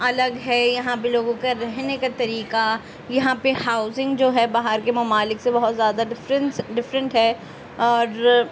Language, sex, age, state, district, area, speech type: Urdu, female, 30-45, Delhi, Central Delhi, urban, spontaneous